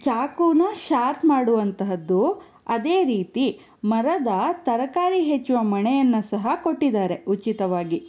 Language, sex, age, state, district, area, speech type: Kannada, female, 30-45, Karnataka, Chikkaballapur, urban, spontaneous